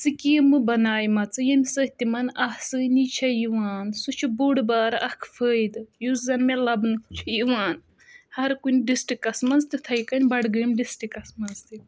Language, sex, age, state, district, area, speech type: Kashmiri, female, 18-30, Jammu and Kashmir, Budgam, rural, spontaneous